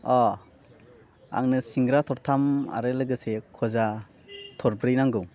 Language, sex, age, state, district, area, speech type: Bodo, male, 18-30, Assam, Baksa, rural, spontaneous